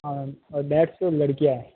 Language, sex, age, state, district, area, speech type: Hindi, male, 18-30, Rajasthan, Jodhpur, urban, conversation